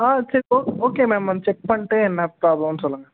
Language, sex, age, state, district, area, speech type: Tamil, male, 18-30, Tamil Nadu, Tirunelveli, rural, conversation